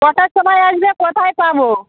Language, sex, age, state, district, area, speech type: Bengali, female, 30-45, West Bengal, Darjeeling, urban, conversation